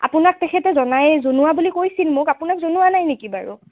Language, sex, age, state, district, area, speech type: Assamese, female, 18-30, Assam, Nalbari, rural, conversation